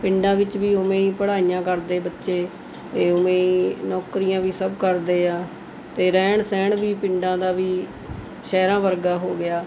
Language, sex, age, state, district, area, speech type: Punjabi, female, 45-60, Punjab, Mohali, urban, spontaneous